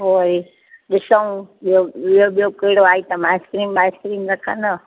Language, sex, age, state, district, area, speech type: Sindhi, female, 45-60, Gujarat, Kutch, urban, conversation